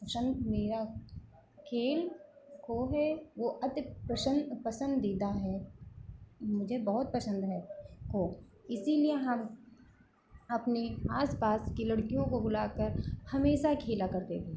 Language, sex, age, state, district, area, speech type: Hindi, female, 30-45, Uttar Pradesh, Lucknow, rural, spontaneous